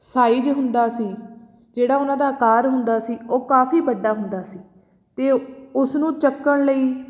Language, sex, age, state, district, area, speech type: Punjabi, female, 18-30, Punjab, Fatehgarh Sahib, rural, spontaneous